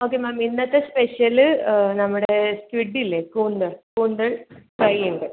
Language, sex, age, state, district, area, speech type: Malayalam, male, 18-30, Kerala, Kozhikode, urban, conversation